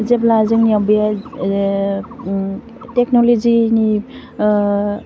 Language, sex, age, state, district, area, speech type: Bodo, female, 45-60, Assam, Udalguri, urban, spontaneous